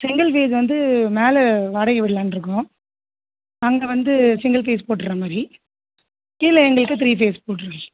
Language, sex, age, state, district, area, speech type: Tamil, female, 30-45, Tamil Nadu, Tiruvallur, urban, conversation